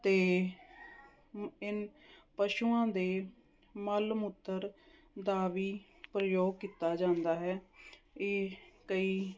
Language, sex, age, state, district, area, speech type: Punjabi, female, 30-45, Punjab, Jalandhar, urban, spontaneous